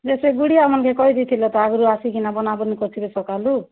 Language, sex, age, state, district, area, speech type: Odia, female, 30-45, Odisha, Kalahandi, rural, conversation